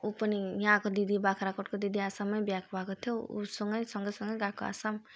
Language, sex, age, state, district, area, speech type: Nepali, female, 30-45, West Bengal, Jalpaiguri, urban, spontaneous